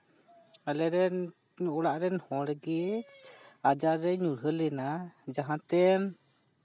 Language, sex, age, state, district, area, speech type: Santali, male, 30-45, West Bengal, Purba Bardhaman, rural, spontaneous